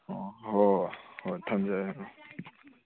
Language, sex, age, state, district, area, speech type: Manipuri, male, 18-30, Manipur, Kakching, rural, conversation